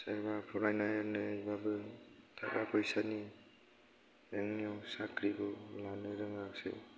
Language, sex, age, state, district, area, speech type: Bodo, male, 30-45, Assam, Kokrajhar, rural, spontaneous